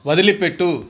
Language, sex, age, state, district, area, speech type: Telugu, male, 60+, Andhra Pradesh, Nellore, urban, read